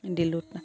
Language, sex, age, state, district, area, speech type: Assamese, female, 30-45, Assam, Sivasagar, rural, spontaneous